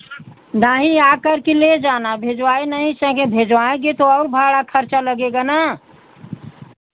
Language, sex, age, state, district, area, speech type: Hindi, female, 60+, Uttar Pradesh, Pratapgarh, rural, conversation